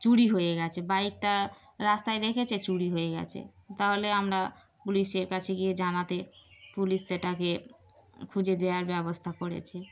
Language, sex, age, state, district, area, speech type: Bengali, female, 30-45, West Bengal, Darjeeling, urban, spontaneous